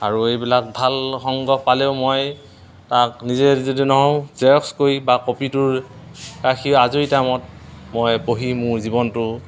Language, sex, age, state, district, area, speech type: Assamese, male, 45-60, Assam, Dhemaji, rural, spontaneous